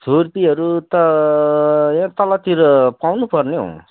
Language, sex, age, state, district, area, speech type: Nepali, male, 45-60, West Bengal, Kalimpong, rural, conversation